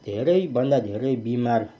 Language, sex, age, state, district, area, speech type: Nepali, male, 60+, West Bengal, Kalimpong, rural, spontaneous